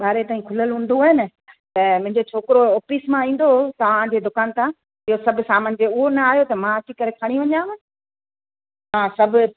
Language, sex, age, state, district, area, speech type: Sindhi, female, 60+, Gujarat, Kutch, rural, conversation